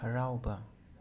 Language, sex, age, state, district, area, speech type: Manipuri, male, 30-45, Manipur, Imphal West, urban, read